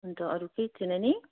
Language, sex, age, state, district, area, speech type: Nepali, female, 45-60, West Bengal, Darjeeling, rural, conversation